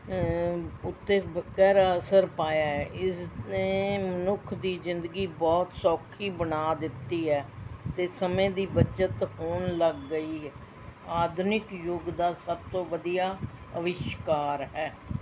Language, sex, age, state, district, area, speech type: Punjabi, female, 60+, Punjab, Mohali, urban, spontaneous